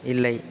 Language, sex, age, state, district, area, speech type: Tamil, male, 18-30, Tamil Nadu, Nagapattinam, rural, read